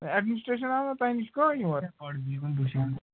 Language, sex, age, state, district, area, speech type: Kashmiri, male, 30-45, Jammu and Kashmir, Ganderbal, rural, conversation